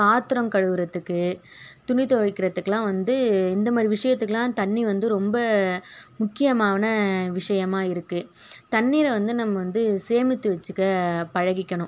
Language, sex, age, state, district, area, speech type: Tamil, female, 30-45, Tamil Nadu, Tiruvarur, urban, spontaneous